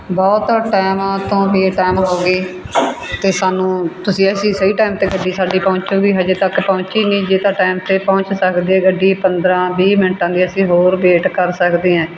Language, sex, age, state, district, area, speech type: Punjabi, female, 60+, Punjab, Bathinda, rural, spontaneous